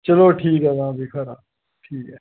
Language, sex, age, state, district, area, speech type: Dogri, male, 18-30, Jammu and Kashmir, Kathua, rural, conversation